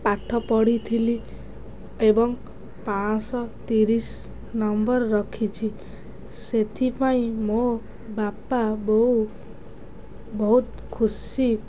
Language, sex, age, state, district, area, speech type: Odia, female, 18-30, Odisha, Kendrapara, urban, spontaneous